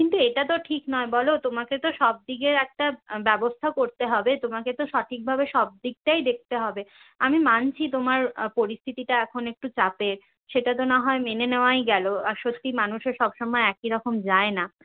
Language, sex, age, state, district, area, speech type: Bengali, female, 60+, West Bengal, Purulia, rural, conversation